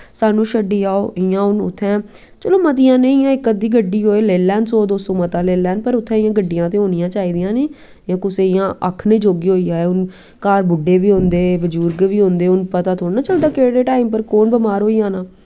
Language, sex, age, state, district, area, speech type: Dogri, female, 18-30, Jammu and Kashmir, Samba, rural, spontaneous